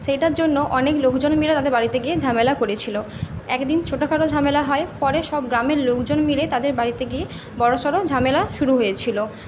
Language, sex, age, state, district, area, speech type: Bengali, female, 18-30, West Bengal, Paschim Medinipur, rural, spontaneous